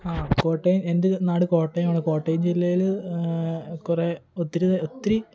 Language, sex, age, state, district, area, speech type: Malayalam, male, 18-30, Kerala, Kottayam, rural, spontaneous